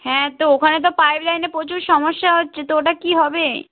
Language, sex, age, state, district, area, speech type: Bengali, female, 30-45, West Bengal, Purba Medinipur, rural, conversation